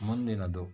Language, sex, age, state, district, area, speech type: Kannada, male, 45-60, Karnataka, Bangalore Rural, rural, read